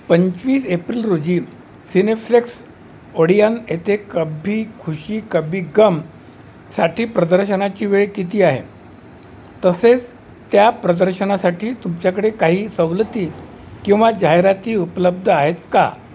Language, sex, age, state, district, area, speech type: Marathi, male, 60+, Maharashtra, Wardha, urban, read